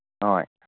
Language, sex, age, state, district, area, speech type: Manipuri, male, 45-60, Manipur, Kangpokpi, urban, conversation